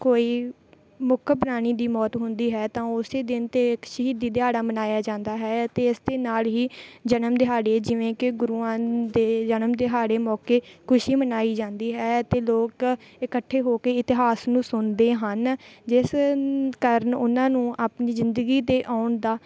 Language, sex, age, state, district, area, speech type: Punjabi, female, 18-30, Punjab, Bathinda, rural, spontaneous